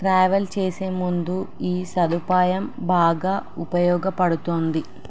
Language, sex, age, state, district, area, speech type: Telugu, female, 18-30, Telangana, Nizamabad, urban, spontaneous